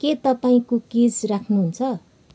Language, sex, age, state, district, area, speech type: Nepali, female, 30-45, West Bengal, Kalimpong, rural, read